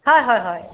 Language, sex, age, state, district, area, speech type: Assamese, female, 45-60, Assam, Golaghat, urban, conversation